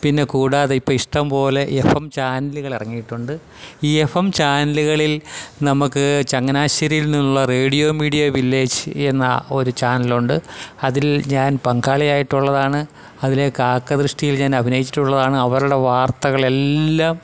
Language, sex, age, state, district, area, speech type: Malayalam, male, 45-60, Kerala, Kottayam, urban, spontaneous